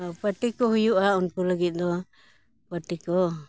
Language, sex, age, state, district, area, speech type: Santali, female, 60+, Jharkhand, Bokaro, rural, spontaneous